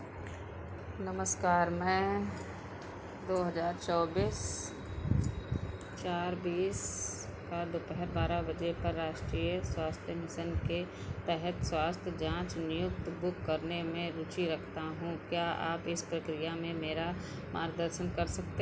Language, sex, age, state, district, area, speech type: Hindi, female, 45-60, Uttar Pradesh, Sitapur, rural, read